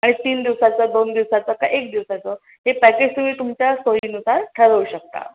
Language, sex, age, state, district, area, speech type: Marathi, female, 45-60, Maharashtra, Pune, urban, conversation